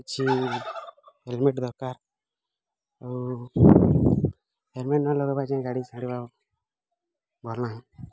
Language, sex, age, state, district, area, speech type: Odia, male, 18-30, Odisha, Bargarh, urban, spontaneous